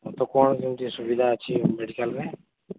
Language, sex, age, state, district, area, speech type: Odia, male, 45-60, Odisha, Sambalpur, rural, conversation